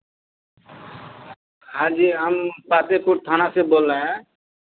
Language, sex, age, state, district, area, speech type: Hindi, male, 30-45, Bihar, Vaishali, urban, conversation